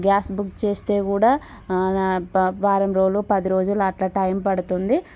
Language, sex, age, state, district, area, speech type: Telugu, female, 30-45, Telangana, Warangal, urban, spontaneous